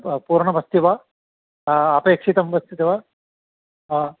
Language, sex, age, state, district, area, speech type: Sanskrit, male, 60+, Andhra Pradesh, Visakhapatnam, urban, conversation